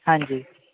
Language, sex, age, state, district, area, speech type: Punjabi, male, 18-30, Punjab, Bathinda, rural, conversation